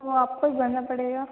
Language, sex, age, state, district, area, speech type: Hindi, female, 18-30, Rajasthan, Jodhpur, urban, conversation